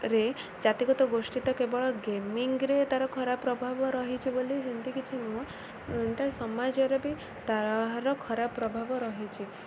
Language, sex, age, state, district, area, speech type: Odia, female, 18-30, Odisha, Ganjam, urban, spontaneous